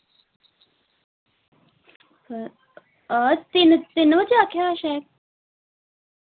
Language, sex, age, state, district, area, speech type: Dogri, female, 18-30, Jammu and Kashmir, Udhampur, rural, conversation